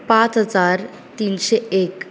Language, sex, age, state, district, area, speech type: Goan Konkani, female, 18-30, Goa, Bardez, urban, spontaneous